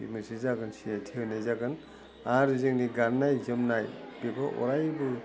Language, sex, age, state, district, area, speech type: Bodo, male, 60+, Assam, Udalguri, urban, spontaneous